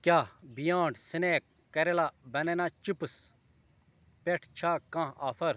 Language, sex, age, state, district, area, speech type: Kashmiri, male, 30-45, Jammu and Kashmir, Ganderbal, rural, read